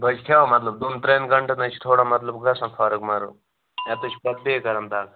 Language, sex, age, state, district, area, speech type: Kashmiri, male, 18-30, Jammu and Kashmir, Kupwara, rural, conversation